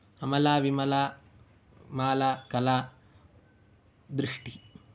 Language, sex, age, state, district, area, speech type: Sanskrit, male, 18-30, Karnataka, Mysore, urban, spontaneous